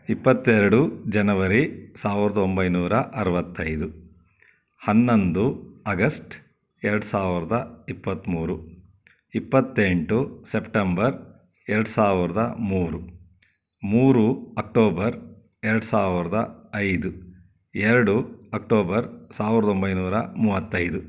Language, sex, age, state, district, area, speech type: Kannada, male, 60+, Karnataka, Chitradurga, rural, spontaneous